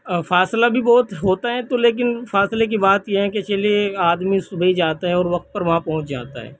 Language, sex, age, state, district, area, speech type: Urdu, male, 18-30, Delhi, North West Delhi, urban, spontaneous